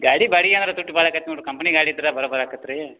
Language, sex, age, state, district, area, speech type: Kannada, male, 45-60, Karnataka, Belgaum, rural, conversation